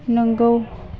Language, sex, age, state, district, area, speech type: Bodo, female, 18-30, Assam, Chirang, urban, read